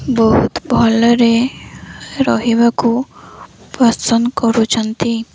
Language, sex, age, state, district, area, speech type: Odia, female, 18-30, Odisha, Koraput, urban, spontaneous